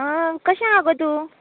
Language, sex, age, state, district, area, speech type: Goan Konkani, female, 18-30, Goa, Ponda, rural, conversation